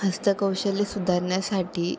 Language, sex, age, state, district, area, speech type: Marathi, female, 18-30, Maharashtra, Ahmednagar, rural, spontaneous